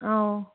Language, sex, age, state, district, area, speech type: Manipuri, female, 45-60, Manipur, Kangpokpi, urban, conversation